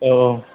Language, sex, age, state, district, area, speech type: Bodo, male, 18-30, Assam, Chirang, rural, conversation